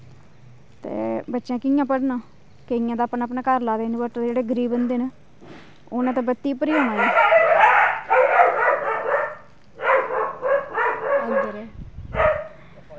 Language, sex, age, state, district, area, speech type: Dogri, female, 30-45, Jammu and Kashmir, Kathua, rural, spontaneous